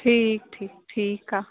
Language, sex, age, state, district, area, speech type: Sindhi, male, 45-60, Uttar Pradesh, Lucknow, rural, conversation